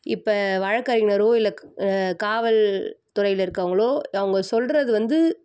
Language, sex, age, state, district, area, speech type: Tamil, female, 18-30, Tamil Nadu, Chennai, urban, spontaneous